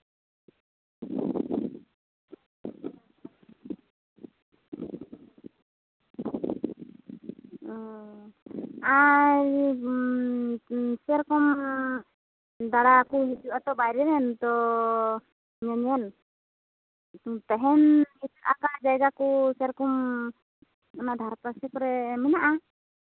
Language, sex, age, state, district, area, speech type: Santali, female, 45-60, West Bengal, Purulia, rural, conversation